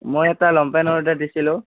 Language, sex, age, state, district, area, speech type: Assamese, male, 18-30, Assam, Barpeta, rural, conversation